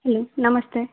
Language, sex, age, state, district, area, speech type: Kannada, female, 18-30, Karnataka, Vijayanagara, rural, conversation